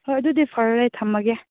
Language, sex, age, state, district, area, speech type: Manipuri, female, 30-45, Manipur, Chandel, rural, conversation